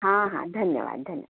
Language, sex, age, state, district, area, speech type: Marathi, female, 45-60, Maharashtra, Kolhapur, urban, conversation